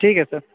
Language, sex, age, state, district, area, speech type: Maithili, male, 30-45, Bihar, Purnia, rural, conversation